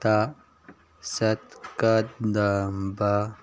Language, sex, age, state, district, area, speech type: Manipuri, male, 18-30, Manipur, Kangpokpi, urban, read